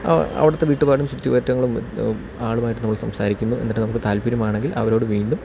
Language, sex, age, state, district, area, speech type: Malayalam, male, 30-45, Kerala, Idukki, rural, spontaneous